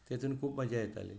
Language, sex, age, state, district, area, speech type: Goan Konkani, male, 60+, Goa, Tiswadi, rural, spontaneous